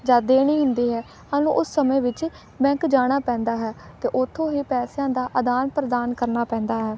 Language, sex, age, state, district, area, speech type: Punjabi, female, 18-30, Punjab, Amritsar, urban, spontaneous